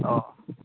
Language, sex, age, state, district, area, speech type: Bodo, male, 18-30, Assam, Udalguri, urban, conversation